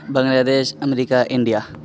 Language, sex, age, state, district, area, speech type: Urdu, male, 30-45, Bihar, Khagaria, rural, spontaneous